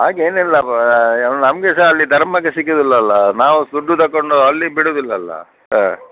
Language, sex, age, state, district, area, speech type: Kannada, male, 60+, Karnataka, Dakshina Kannada, rural, conversation